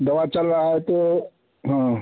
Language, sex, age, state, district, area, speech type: Hindi, male, 60+, Bihar, Darbhanga, rural, conversation